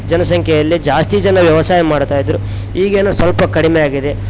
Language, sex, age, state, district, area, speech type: Kannada, male, 30-45, Karnataka, Koppal, rural, spontaneous